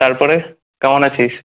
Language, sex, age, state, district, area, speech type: Bengali, male, 18-30, West Bengal, Kolkata, urban, conversation